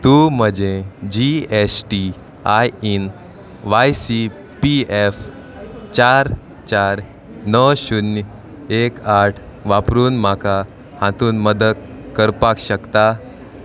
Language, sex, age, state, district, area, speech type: Goan Konkani, male, 18-30, Goa, Salcete, rural, read